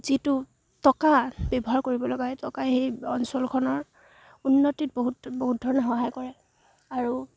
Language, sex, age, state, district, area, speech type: Assamese, female, 18-30, Assam, Charaideo, rural, spontaneous